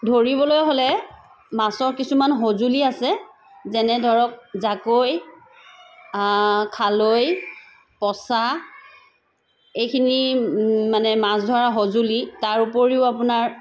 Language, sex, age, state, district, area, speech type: Assamese, female, 30-45, Assam, Sivasagar, rural, spontaneous